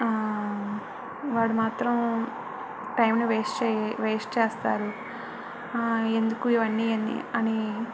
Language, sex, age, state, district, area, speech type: Telugu, female, 45-60, Andhra Pradesh, Vizianagaram, rural, spontaneous